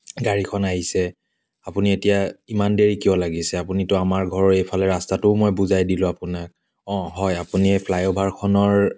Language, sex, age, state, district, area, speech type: Assamese, male, 30-45, Assam, Dibrugarh, rural, spontaneous